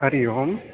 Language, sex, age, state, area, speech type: Sanskrit, male, 18-30, Haryana, rural, conversation